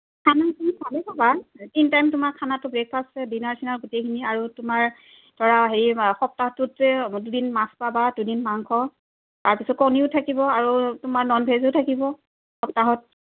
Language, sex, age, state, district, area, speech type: Assamese, female, 30-45, Assam, Kamrup Metropolitan, urban, conversation